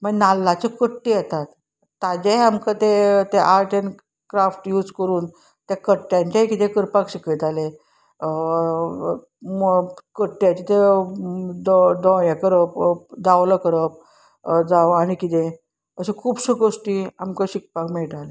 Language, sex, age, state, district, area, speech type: Goan Konkani, female, 45-60, Goa, Salcete, urban, spontaneous